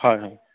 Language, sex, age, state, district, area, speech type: Assamese, male, 45-60, Assam, Udalguri, rural, conversation